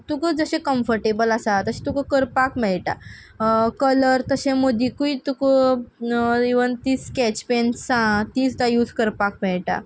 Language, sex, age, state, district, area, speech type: Goan Konkani, female, 18-30, Goa, Quepem, rural, spontaneous